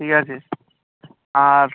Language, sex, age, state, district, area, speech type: Bengali, male, 18-30, West Bengal, Birbhum, urban, conversation